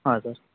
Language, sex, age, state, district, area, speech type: Marathi, male, 18-30, Maharashtra, Yavatmal, rural, conversation